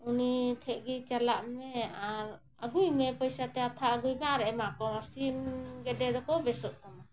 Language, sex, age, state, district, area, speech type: Santali, female, 45-60, Jharkhand, Bokaro, rural, spontaneous